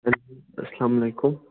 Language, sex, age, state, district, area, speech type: Kashmiri, male, 18-30, Jammu and Kashmir, Budgam, rural, conversation